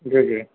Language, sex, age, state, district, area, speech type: Urdu, male, 45-60, Uttar Pradesh, Gautam Buddha Nagar, urban, conversation